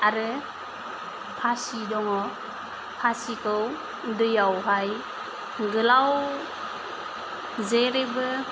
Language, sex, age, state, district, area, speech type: Bodo, female, 30-45, Assam, Kokrajhar, rural, spontaneous